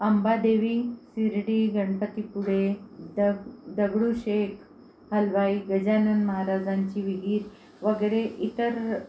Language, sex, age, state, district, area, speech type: Marathi, female, 45-60, Maharashtra, Amravati, urban, spontaneous